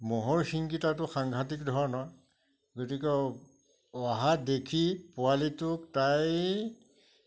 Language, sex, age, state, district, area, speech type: Assamese, male, 60+, Assam, Majuli, rural, spontaneous